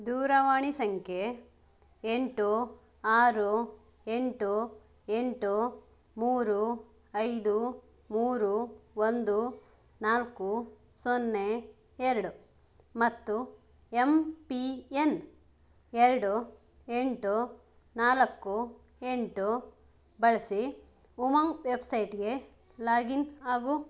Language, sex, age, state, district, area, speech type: Kannada, female, 30-45, Karnataka, Shimoga, rural, read